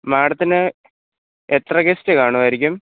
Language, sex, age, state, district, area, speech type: Malayalam, male, 18-30, Kerala, Alappuzha, rural, conversation